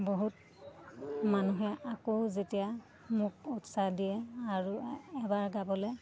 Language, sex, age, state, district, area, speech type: Assamese, female, 30-45, Assam, Lakhimpur, rural, spontaneous